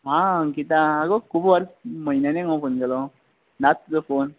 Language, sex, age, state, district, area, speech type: Goan Konkani, male, 18-30, Goa, Ponda, rural, conversation